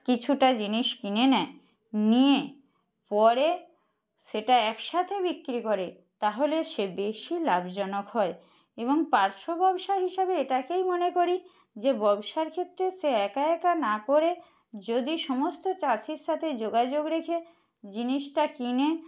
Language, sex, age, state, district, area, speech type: Bengali, female, 60+, West Bengal, Purba Medinipur, rural, spontaneous